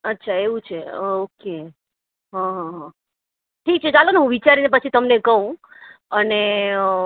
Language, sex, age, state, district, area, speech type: Gujarati, female, 30-45, Gujarat, Ahmedabad, urban, conversation